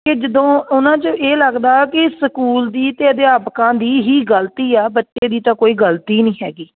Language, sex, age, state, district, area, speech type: Punjabi, female, 30-45, Punjab, Jalandhar, rural, conversation